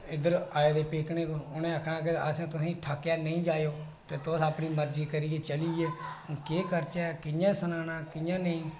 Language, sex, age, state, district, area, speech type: Dogri, male, 18-30, Jammu and Kashmir, Reasi, rural, spontaneous